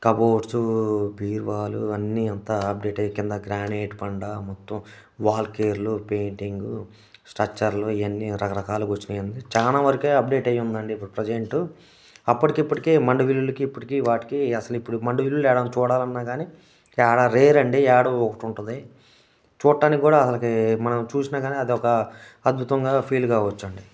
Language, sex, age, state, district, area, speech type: Telugu, male, 30-45, Telangana, Khammam, rural, spontaneous